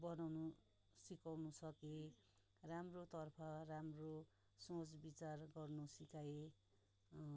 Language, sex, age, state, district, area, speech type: Nepali, female, 30-45, West Bengal, Darjeeling, rural, spontaneous